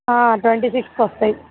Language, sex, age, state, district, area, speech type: Telugu, female, 30-45, Telangana, Ranga Reddy, urban, conversation